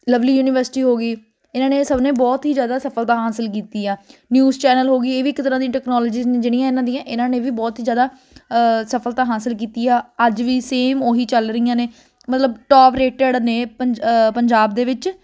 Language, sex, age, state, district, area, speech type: Punjabi, female, 18-30, Punjab, Ludhiana, urban, spontaneous